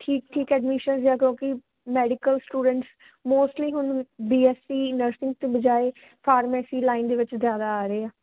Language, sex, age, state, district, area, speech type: Punjabi, female, 18-30, Punjab, Shaheed Bhagat Singh Nagar, urban, conversation